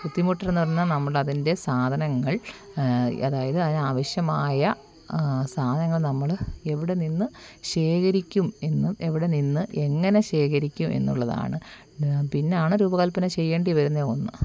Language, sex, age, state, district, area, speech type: Malayalam, female, 30-45, Kerala, Kollam, rural, spontaneous